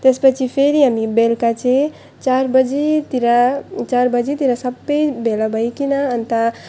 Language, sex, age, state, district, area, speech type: Nepali, female, 18-30, West Bengal, Alipurduar, urban, spontaneous